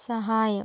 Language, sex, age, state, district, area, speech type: Malayalam, female, 30-45, Kerala, Kozhikode, urban, read